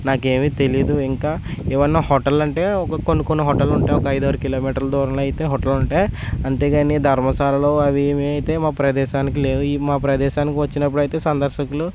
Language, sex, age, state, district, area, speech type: Telugu, male, 30-45, Andhra Pradesh, West Godavari, rural, spontaneous